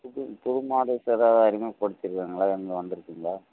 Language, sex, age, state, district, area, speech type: Tamil, male, 45-60, Tamil Nadu, Tenkasi, urban, conversation